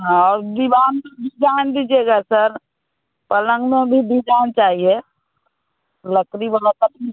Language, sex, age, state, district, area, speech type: Hindi, female, 30-45, Bihar, Muzaffarpur, rural, conversation